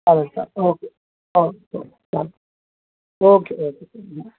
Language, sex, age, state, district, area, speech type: Marathi, male, 30-45, Maharashtra, Mumbai Suburban, urban, conversation